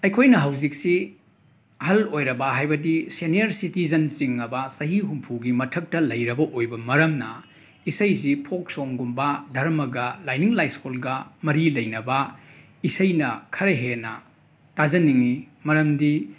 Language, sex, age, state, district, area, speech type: Manipuri, male, 60+, Manipur, Imphal West, urban, spontaneous